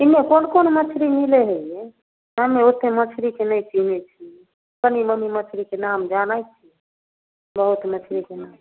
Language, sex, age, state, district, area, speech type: Maithili, female, 45-60, Bihar, Samastipur, rural, conversation